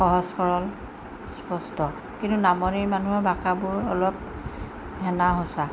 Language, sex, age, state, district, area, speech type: Assamese, female, 45-60, Assam, Jorhat, urban, spontaneous